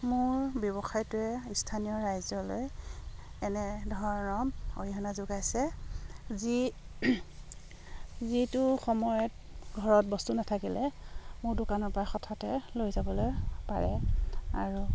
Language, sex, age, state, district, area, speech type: Assamese, female, 45-60, Assam, Dibrugarh, rural, spontaneous